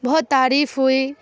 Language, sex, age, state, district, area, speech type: Urdu, female, 18-30, Bihar, Darbhanga, rural, spontaneous